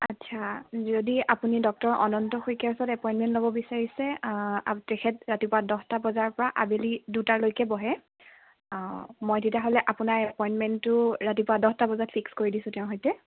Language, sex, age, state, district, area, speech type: Assamese, female, 18-30, Assam, Dibrugarh, rural, conversation